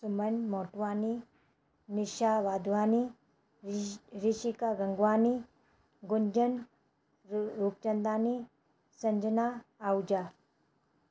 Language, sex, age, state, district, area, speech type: Sindhi, female, 30-45, Madhya Pradesh, Katni, urban, spontaneous